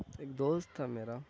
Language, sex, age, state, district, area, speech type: Urdu, male, 18-30, Uttar Pradesh, Gautam Buddha Nagar, rural, spontaneous